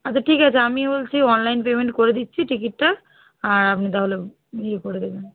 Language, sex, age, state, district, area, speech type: Bengali, female, 45-60, West Bengal, Bankura, urban, conversation